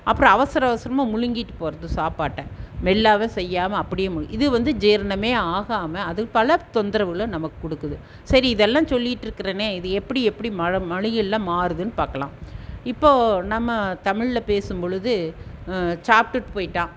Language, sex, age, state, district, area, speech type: Tamil, female, 60+, Tamil Nadu, Erode, urban, spontaneous